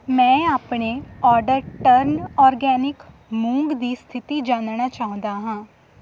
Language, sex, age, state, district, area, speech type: Punjabi, female, 18-30, Punjab, Hoshiarpur, rural, read